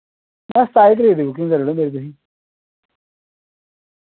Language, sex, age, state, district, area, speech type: Dogri, female, 45-60, Jammu and Kashmir, Reasi, rural, conversation